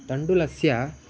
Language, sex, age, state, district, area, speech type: Sanskrit, male, 18-30, Karnataka, Shimoga, rural, spontaneous